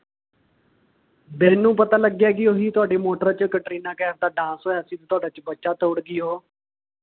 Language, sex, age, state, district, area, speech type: Punjabi, male, 18-30, Punjab, Mohali, urban, conversation